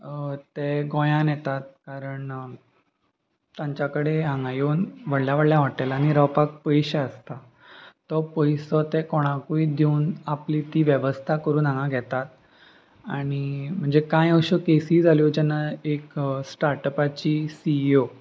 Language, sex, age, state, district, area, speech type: Goan Konkani, male, 18-30, Goa, Ponda, rural, spontaneous